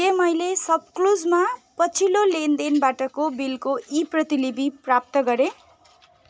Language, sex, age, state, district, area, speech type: Nepali, female, 30-45, West Bengal, Kalimpong, rural, read